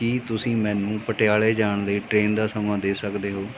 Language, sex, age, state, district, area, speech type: Punjabi, male, 45-60, Punjab, Mohali, rural, read